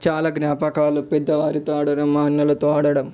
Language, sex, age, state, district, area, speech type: Telugu, male, 18-30, Telangana, Medak, rural, spontaneous